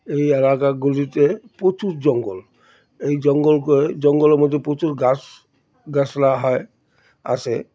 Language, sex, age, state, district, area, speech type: Bengali, male, 60+, West Bengal, Alipurduar, rural, spontaneous